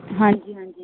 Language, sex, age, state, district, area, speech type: Punjabi, female, 18-30, Punjab, Muktsar, urban, conversation